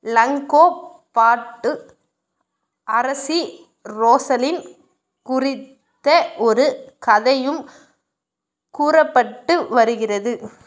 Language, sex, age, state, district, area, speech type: Tamil, female, 18-30, Tamil Nadu, Vellore, urban, read